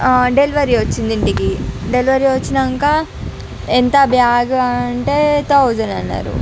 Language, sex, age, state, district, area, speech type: Telugu, female, 45-60, Andhra Pradesh, Visakhapatnam, urban, spontaneous